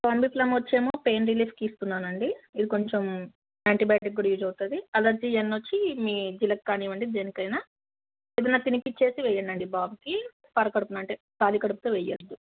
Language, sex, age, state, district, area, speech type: Telugu, female, 30-45, Telangana, Medchal, rural, conversation